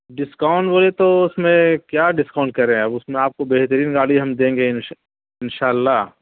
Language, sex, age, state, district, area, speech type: Urdu, female, 18-30, Bihar, Gaya, urban, conversation